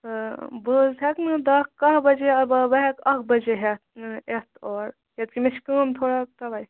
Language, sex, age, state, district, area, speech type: Kashmiri, female, 30-45, Jammu and Kashmir, Kupwara, rural, conversation